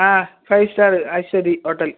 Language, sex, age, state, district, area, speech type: Malayalam, female, 45-60, Kerala, Kasaragod, rural, conversation